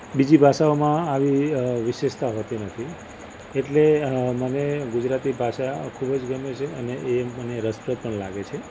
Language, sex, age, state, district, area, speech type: Gujarati, male, 45-60, Gujarat, Ahmedabad, urban, spontaneous